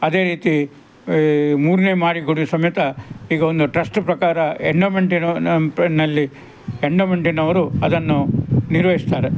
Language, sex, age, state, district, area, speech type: Kannada, male, 60+, Karnataka, Udupi, rural, spontaneous